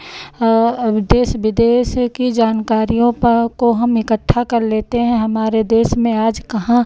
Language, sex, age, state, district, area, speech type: Hindi, female, 45-60, Uttar Pradesh, Lucknow, rural, spontaneous